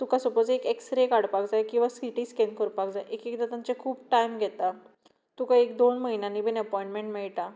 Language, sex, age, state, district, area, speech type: Goan Konkani, female, 18-30, Goa, Tiswadi, rural, spontaneous